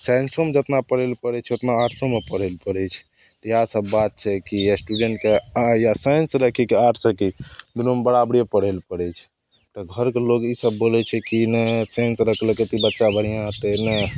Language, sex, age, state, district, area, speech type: Maithili, male, 18-30, Bihar, Madhepura, rural, spontaneous